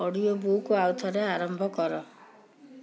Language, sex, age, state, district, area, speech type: Odia, female, 60+, Odisha, Cuttack, urban, read